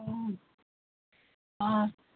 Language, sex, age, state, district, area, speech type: Bengali, female, 45-60, West Bengal, Hooghly, rural, conversation